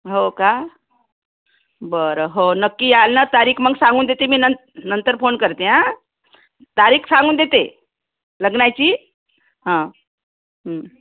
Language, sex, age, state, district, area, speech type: Marathi, female, 60+, Maharashtra, Thane, rural, conversation